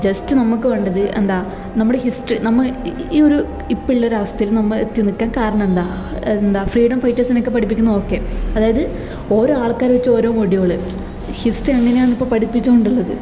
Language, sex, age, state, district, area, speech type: Malayalam, female, 18-30, Kerala, Kasaragod, rural, spontaneous